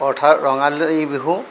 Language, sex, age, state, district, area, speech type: Assamese, male, 60+, Assam, Darrang, rural, spontaneous